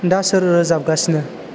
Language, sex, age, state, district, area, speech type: Bodo, male, 18-30, Assam, Chirang, urban, read